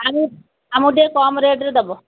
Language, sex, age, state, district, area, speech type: Odia, female, 60+, Odisha, Angul, rural, conversation